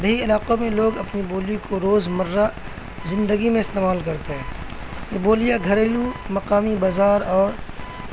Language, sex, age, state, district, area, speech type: Urdu, male, 18-30, Bihar, Madhubani, rural, spontaneous